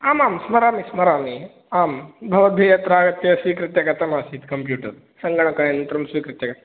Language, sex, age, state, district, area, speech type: Sanskrit, male, 18-30, Andhra Pradesh, Kadapa, rural, conversation